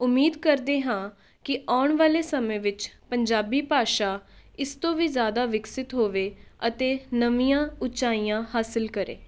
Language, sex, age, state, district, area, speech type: Punjabi, female, 18-30, Punjab, Shaheed Bhagat Singh Nagar, urban, spontaneous